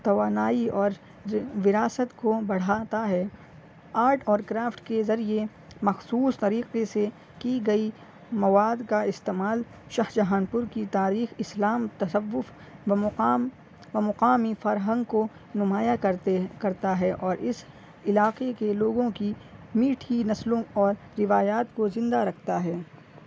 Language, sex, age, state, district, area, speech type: Urdu, male, 18-30, Uttar Pradesh, Shahjahanpur, urban, spontaneous